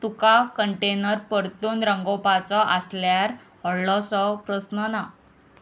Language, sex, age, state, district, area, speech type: Goan Konkani, female, 18-30, Goa, Murmgao, urban, read